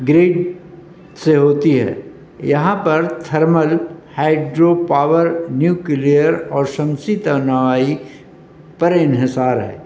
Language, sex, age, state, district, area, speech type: Urdu, male, 60+, Delhi, North East Delhi, urban, spontaneous